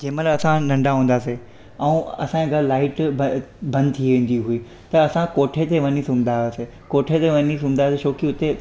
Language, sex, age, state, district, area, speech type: Sindhi, male, 18-30, Gujarat, Surat, urban, spontaneous